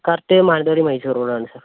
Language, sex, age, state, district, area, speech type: Malayalam, male, 30-45, Kerala, Wayanad, rural, conversation